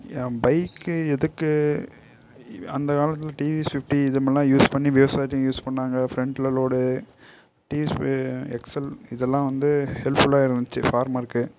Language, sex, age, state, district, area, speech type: Tamil, male, 18-30, Tamil Nadu, Kallakurichi, urban, spontaneous